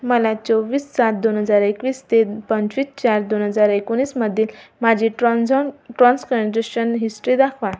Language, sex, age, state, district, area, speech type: Marathi, female, 18-30, Maharashtra, Amravati, urban, read